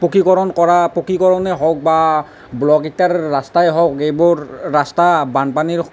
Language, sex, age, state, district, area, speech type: Assamese, male, 18-30, Assam, Nalbari, rural, spontaneous